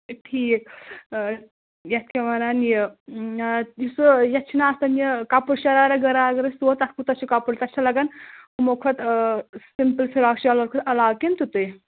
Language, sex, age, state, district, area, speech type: Kashmiri, female, 18-30, Jammu and Kashmir, Anantnag, rural, conversation